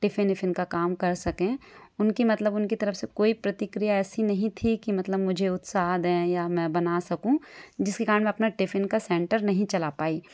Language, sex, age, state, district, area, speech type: Hindi, female, 18-30, Madhya Pradesh, Katni, urban, spontaneous